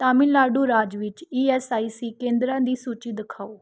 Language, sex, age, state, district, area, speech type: Punjabi, female, 18-30, Punjab, Rupnagar, urban, read